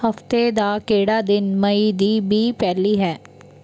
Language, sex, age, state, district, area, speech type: Punjabi, female, 18-30, Punjab, Mansa, urban, read